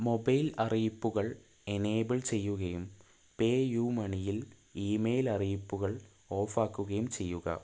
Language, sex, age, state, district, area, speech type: Malayalam, male, 30-45, Kerala, Palakkad, rural, read